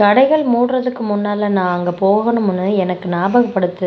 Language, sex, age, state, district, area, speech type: Tamil, female, 18-30, Tamil Nadu, Namakkal, rural, read